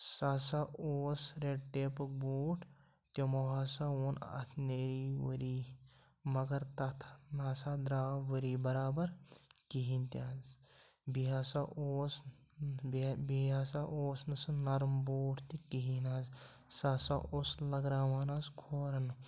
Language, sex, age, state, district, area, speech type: Kashmiri, male, 18-30, Jammu and Kashmir, Pulwama, rural, spontaneous